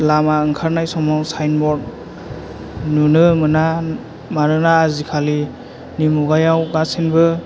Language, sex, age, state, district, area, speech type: Bodo, male, 18-30, Assam, Chirang, urban, spontaneous